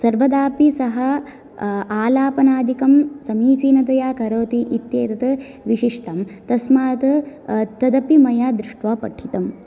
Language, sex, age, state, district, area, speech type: Sanskrit, female, 18-30, Karnataka, Uttara Kannada, urban, spontaneous